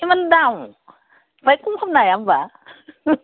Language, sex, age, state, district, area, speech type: Bodo, female, 45-60, Assam, Udalguri, rural, conversation